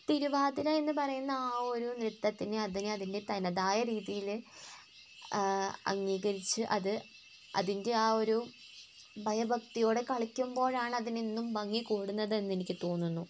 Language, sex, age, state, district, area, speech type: Malayalam, female, 18-30, Kerala, Wayanad, rural, spontaneous